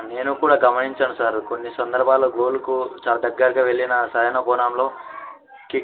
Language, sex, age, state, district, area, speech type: Telugu, male, 18-30, Telangana, Mahabubabad, urban, conversation